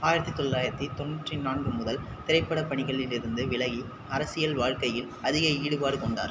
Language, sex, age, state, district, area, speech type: Tamil, male, 18-30, Tamil Nadu, Viluppuram, urban, read